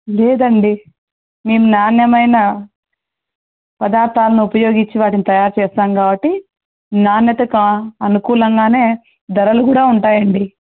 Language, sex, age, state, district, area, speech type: Telugu, female, 30-45, Andhra Pradesh, Sri Satya Sai, urban, conversation